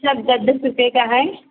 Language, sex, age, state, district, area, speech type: Hindi, female, 60+, Uttar Pradesh, Azamgarh, rural, conversation